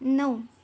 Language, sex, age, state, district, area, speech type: Marathi, female, 45-60, Maharashtra, Yavatmal, rural, read